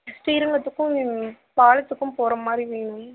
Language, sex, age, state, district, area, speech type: Tamil, female, 30-45, Tamil Nadu, Mayiladuthurai, rural, conversation